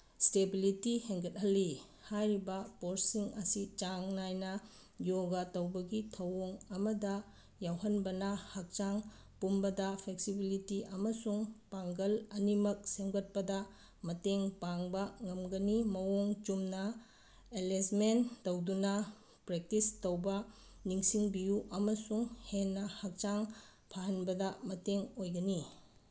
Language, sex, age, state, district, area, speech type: Manipuri, female, 30-45, Manipur, Bishnupur, rural, spontaneous